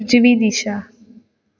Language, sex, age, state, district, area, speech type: Goan Konkani, female, 18-30, Goa, Quepem, rural, read